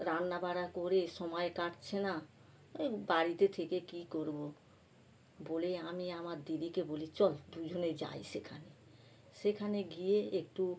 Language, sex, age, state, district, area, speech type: Bengali, female, 60+, West Bengal, North 24 Parganas, urban, spontaneous